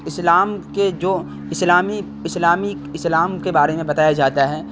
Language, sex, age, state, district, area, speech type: Urdu, male, 30-45, Bihar, Khagaria, rural, spontaneous